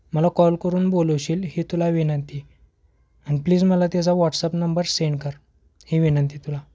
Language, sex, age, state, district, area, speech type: Marathi, male, 18-30, Maharashtra, Kolhapur, urban, spontaneous